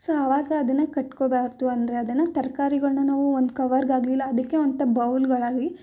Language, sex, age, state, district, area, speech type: Kannada, female, 18-30, Karnataka, Mysore, urban, spontaneous